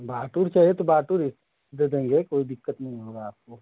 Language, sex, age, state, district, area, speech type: Hindi, male, 45-60, Uttar Pradesh, Ghazipur, rural, conversation